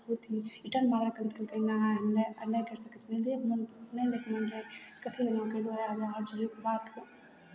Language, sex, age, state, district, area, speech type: Maithili, female, 18-30, Bihar, Begusarai, rural, spontaneous